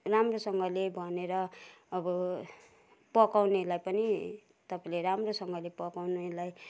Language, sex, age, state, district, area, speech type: Nepali, female, 60+, West Bengal, Kalimpong, rural, spontaneous